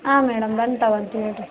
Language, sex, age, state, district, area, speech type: Kannada, female, 18-30, Karnataka, Vijayanagara, rural, conversation